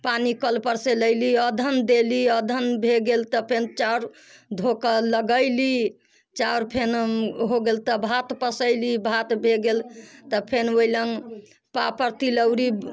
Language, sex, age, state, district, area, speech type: Maithili, female, 60+, Bihar, Muzaffarpur, rural, spontaneous